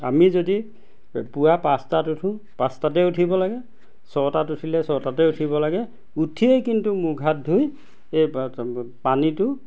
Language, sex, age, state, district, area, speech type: Assamese, male, 45-60, Assam, Majuli, urban, spontaneous